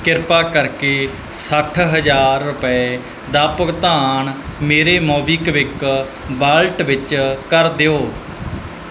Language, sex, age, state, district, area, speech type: Punjabi, male, 18-30, Punjab, Mansa, urban, read